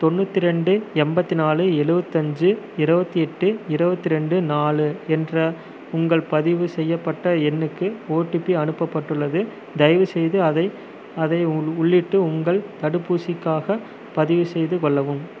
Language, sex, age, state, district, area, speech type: Tamil, male, 30-45, Tamil Nadu, Erode, rural, read